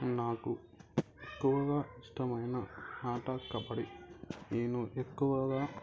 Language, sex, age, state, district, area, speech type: Telugu, male, 18-30, Andhra Pradesh, Anantapur, urban, spontaneous